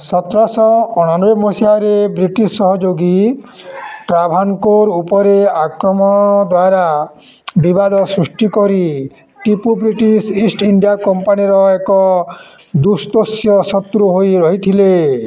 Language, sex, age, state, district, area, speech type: Odia, male, 45-60, Odisha, Bargarh, urban, read